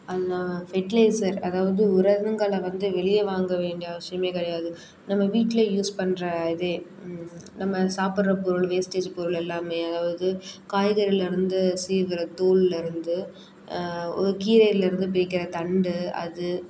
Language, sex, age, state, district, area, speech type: Tamil, female, 18-30, Tamil Nadu, Perambalur, urban, spontaneous